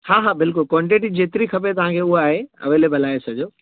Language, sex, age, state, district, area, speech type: Sindhi, male, 45-60, Gujarat, Surat, urban, conversation